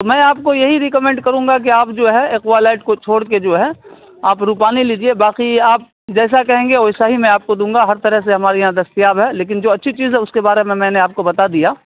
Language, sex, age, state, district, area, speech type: Urdu, male, 30-45, Bihar, Saharsa, urban, conversation